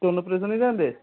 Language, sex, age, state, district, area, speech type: Odia, male, 45-60, Odisha, Kendujhar, urban, conversation